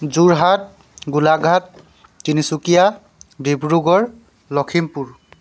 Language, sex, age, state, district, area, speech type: Assamese, male, 18-30, Assam, Tinsukia, rural, spontaneous